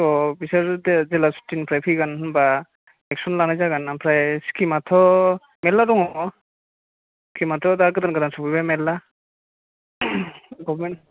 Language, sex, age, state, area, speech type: Bodo, male, 18-30, Assam, urban, conversation